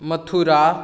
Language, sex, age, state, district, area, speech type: Goan Konkani, male, 18-30, Goa, Bardez, rural, spontaneous